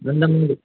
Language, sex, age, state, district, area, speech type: Tamil, male, 18-30, Tamil Nadu, Tiruppur, rural, conversation